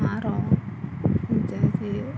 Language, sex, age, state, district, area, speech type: Bodo, female, 30-45, Assam, Goalpara, rural, spontaneous